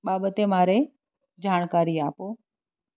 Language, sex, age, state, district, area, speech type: Gujarati, female, 45-60, Gujarat, Anand, urban, spontaneous